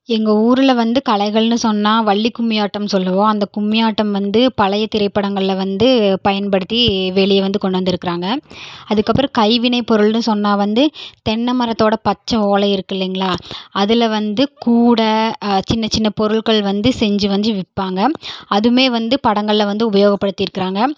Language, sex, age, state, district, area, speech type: Tamil, female, 18-30, Tamil Nadu, Erode, rural, spontaneous